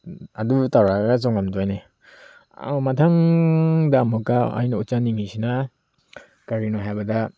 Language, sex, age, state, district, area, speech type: Manipuri, male, 30-45, Manipur, Tengnoupal, urban, spontaneous